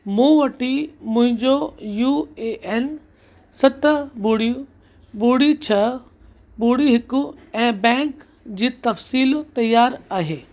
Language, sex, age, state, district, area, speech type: Sindhi, male, 30-45, Uttar Pradesh, Lucknow, rural, read